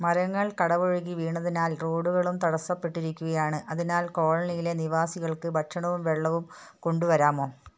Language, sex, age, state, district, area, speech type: Malayalam, female, 60+, Kerala, Wayanad, rural, read